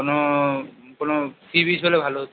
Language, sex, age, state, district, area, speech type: Bengali, male, 30-45, West Bengal, Purba Medinipur, rural, conversation